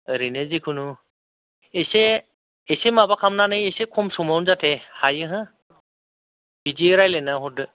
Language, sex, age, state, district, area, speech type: Bodo, male, 45-60, Assam, Chirang, rural, conversation